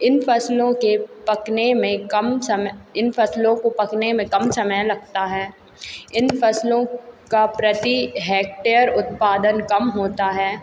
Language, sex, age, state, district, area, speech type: Hindi, female, 18-30, Madhya Pradesh, Hoshangabad, rural, spontaneous